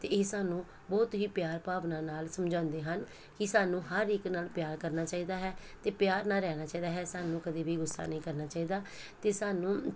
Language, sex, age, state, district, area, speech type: Punjabi, female, 45-60, Punjab, Pathankot, rural, spontaneous